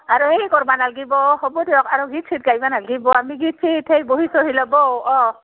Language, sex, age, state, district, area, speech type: Assamese, female, 45-60, Assam, Barpeta, rural, conversation